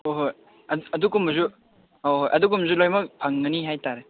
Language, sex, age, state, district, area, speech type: Manipuri, male, 18-30, Manipur, Kangpokpi, urban, conversation